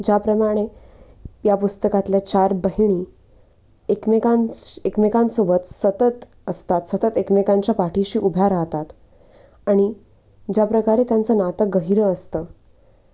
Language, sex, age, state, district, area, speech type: Marathi, female, 18-30, Maharashtra, Nashik, urban, spontaneous